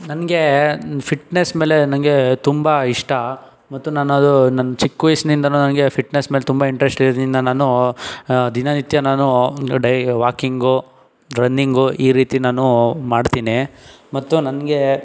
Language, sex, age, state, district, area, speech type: Kannada, male, 18-30, Karnataka, Tumkur, rural, spontaneous